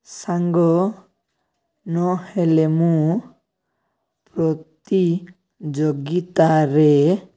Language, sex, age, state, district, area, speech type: Odia, male, 18-30, Odisha, Nabarangpur, urban, spontaneous